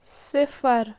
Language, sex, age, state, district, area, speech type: Kashmiri, female, 30-45, Jammu and Kashmir, Bandipora, rural, read